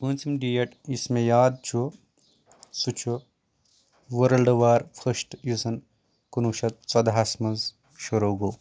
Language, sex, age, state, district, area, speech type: Kashmiri, male, 18-30, Jammu and Kashmir, Anantnag, rural, spontaneous